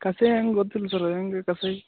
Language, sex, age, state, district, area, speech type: Kannada, male, 30-45, Karnataka, Gadag, rural, conversation